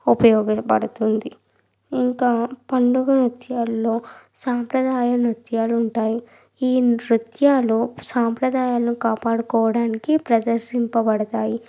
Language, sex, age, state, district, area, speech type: Telugu, female, 18-30, Andhra Pradesh, Krishna, urban, spontaneous